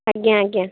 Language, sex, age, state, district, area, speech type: Odia, female, 18-30, Odisha, Puri, urban, conversation